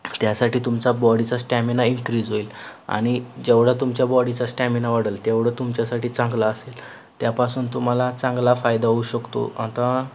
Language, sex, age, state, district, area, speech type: Marathi, male, 18-30, Maharashtra, Satara, urban, spontaneous